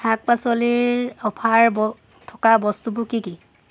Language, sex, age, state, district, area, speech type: Assamese, female, 30-45, Assam, Golaghat, rural, read